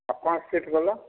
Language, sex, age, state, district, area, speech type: Maithili, male, 60+, Bihar, Madhepura, rural, conversation